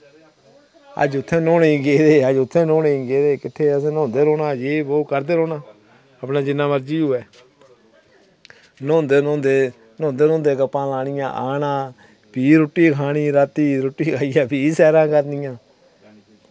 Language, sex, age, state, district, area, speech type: Dogri, male, 30-45, Jammu and Kashmir, Samba, rural, spontaneous